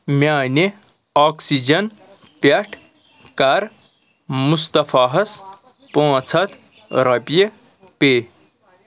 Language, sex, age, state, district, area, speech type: Kashmiri, male, 30-45, Jammu and Kashmir, Anantnag, rural, read